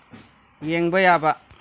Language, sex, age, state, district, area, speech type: Manipuri, male, 45-60, Manipur, Tengnoupal, rural, read